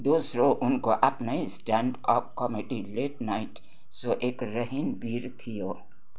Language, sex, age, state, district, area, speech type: Nepali, female, 60+, West Bengal, Kalimpong, rural, read